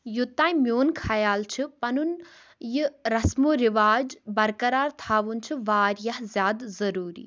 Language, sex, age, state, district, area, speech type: Kashmiri, female, 18-30, Jammu and Kashmir, Baramulla, rural, spontaneous